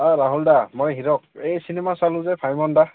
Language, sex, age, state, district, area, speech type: Assamese, male, 30-45, Assam, Goalpara, urban, conversation